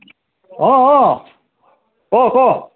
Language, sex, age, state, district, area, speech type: Assamese, male, 45-60, Assam, Lakhimpur, rural, conversation